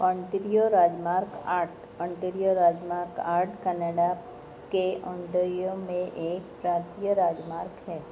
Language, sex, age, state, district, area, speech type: Hindi, female, 45-60, Madhya Pradesh, Harda, urban, read